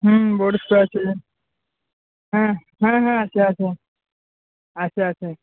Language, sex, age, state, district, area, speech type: Bengali, male, 45-60, West Bengal, Uttar Dinajpur, urban, conversation